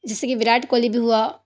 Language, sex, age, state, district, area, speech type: Urdu, female, 30-45, Bihar, Darbhanga, rural, spontaneous